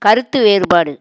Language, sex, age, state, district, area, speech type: Tamil, female, 45-60, Tamil Nadu, Madurai, urban, read